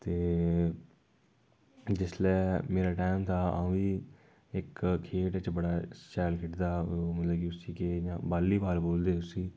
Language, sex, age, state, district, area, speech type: Dogri, male, 30-45, Jammu and Kashmir, Udhampur, rural, spontaneous